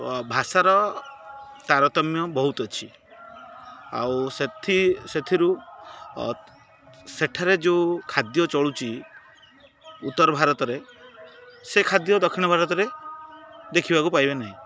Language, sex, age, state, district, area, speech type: Odia, male, 30-45, Odisha, Jagatsinghpur, urban, spontaneous